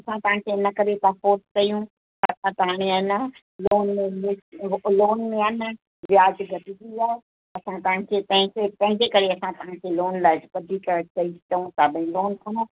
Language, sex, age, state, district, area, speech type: Sindhi, female, 60+, Gujarat, Kutch, rural, conversation